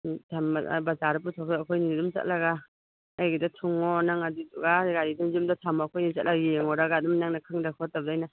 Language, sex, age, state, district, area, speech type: Manipuri, female, 45-60, Manipur, Churachandpur, urban, conversation